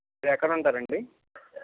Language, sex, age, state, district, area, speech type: Telugu, male, 18-30, Andhra Pradesh, Guntur, rural, conversation